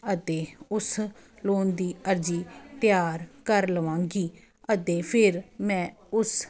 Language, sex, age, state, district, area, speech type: Punjabi, female, 45-60, Punjab, Kapurthala, urban, spontaneous